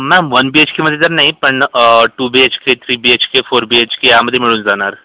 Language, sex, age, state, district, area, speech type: Marathi, male, 30-45, Maharashtra, Yavatmal, urban, conversation